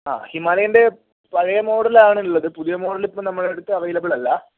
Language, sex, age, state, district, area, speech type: Malayalam, male, 18-30, Kerala, Kozhikode, urban, conversation